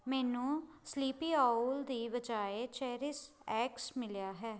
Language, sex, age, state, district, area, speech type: Punjabi, female, 18-30, Punjab, Pathankot, rural, read